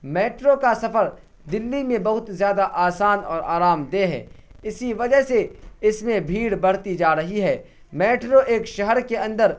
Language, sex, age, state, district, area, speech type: Urdu, male, 18-30, Bihar, Purnia, rural, spontaneous